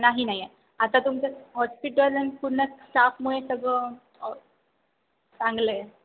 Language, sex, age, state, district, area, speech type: Marathi, female, 18-30, Maharashtra, Sindhudurg, rural, conversation